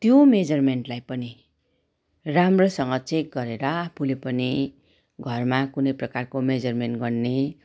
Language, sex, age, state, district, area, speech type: Nepali, female, 45-60, West Bengal, Darjeeling, rural, spontaneous